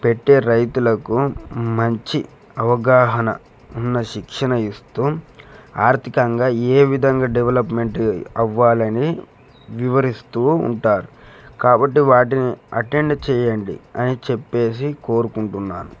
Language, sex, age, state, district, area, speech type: Telugu, male, 18-30, Telangana, Peddapalli, rural, spontaneous